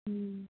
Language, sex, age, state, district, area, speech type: Tamil, female, 18-30, Tamil Nadu, Madurai, urban, conversation